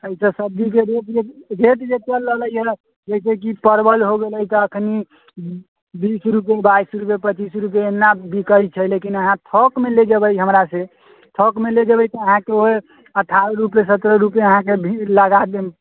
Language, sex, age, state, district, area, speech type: Maithili, male, 18-30, Bihar, Muzaffarpur, rural, conversation